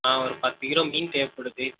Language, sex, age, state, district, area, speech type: Tamil, male, 18-30, Tamil Nadu, Tirunelveli, rural, conversation